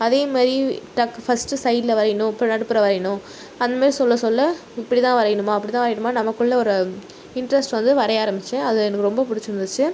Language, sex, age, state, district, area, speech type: Tamil, female, 18-30, Tamil Nadu, Tiruchirappalli, rural, spontaneous